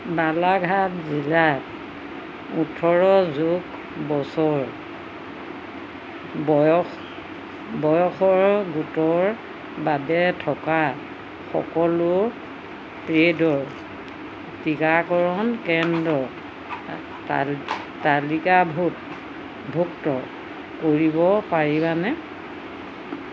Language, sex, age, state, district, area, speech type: Assamese, female, 60+, Assam, Golaghat, urban, read